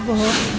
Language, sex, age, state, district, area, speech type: Urdu, female, 30-45, Delhi, East Delhi, urban, spontaneous